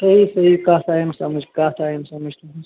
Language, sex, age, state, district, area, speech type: Kashmiri, male, 18-30, Jammu and Kashmir, Shopian, rural, conversation